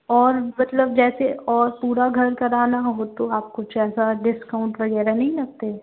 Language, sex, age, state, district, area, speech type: Hindi, female, 18-30, Madhya Pradesh, Gwalior, rural, conversation